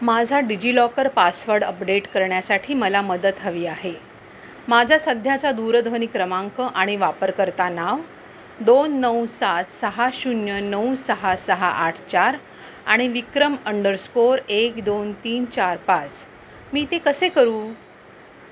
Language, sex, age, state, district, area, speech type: Marathi, female, 30-45, Maharashtra, Mumbai Suburban, urban, read